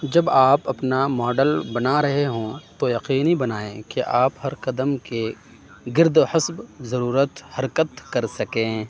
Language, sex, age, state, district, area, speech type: Urdu, male, 30-45, Uttar Pradesh, Aligarh, rural, read